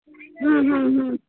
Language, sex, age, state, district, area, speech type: Bengali, female, 45-60, West Bengal, Alipurduar, rural, conversation